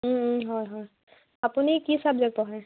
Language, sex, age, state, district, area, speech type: Assamese, female, 18-30, Assam, Lakhimpur, rural, conversation